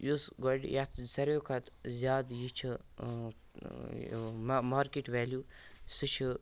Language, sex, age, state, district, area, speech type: Kashmiri, male, 18-30, Jammu and Kashmir, Kupwara, rural, spontaneous